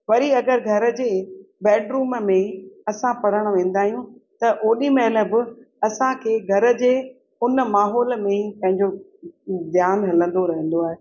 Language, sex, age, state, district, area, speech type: Sindhi, female, 60+, Rajasthan, Ajmer, urban, spontaneous